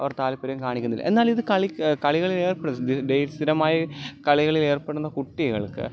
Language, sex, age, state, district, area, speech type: Malayalam, male, 30-45, Kerala, Alappuzha, rural, spontaneous